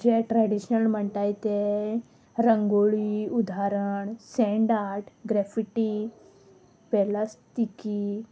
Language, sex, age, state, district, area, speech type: Goan Konkani, female, 18-30, Goa, Salcete, rural, spontaneous